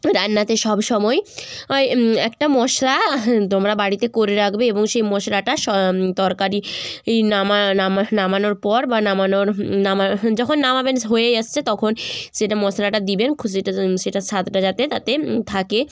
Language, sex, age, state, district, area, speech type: Bengali, female, 18-30, West Bengal, Jalpaiguri, rural, spontaneous